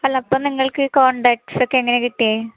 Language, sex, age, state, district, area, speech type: Malayalam, female, 18-30, Kerala, Ernakulam, urban, conversation